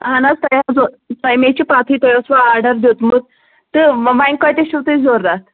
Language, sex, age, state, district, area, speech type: Kashmiri, female, 18-30, Jammu and Kashmir, Anantnag, rural, conversation